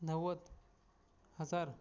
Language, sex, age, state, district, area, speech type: Marathi, male, 30-45, Maharashtra, Akola, urban, spontaneous